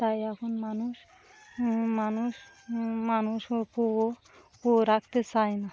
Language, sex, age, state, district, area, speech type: Bengali, female, 45-60, West Bengal, Birbhum, urban, spontaneous